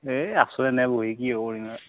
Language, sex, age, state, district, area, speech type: Assamese, male, 18-30, Assam, Darrang, rural, conversation